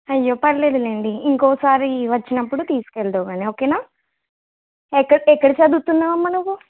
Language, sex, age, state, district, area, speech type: Telugu, female, 18-30, Telangana, Vikarabad, urban, conversation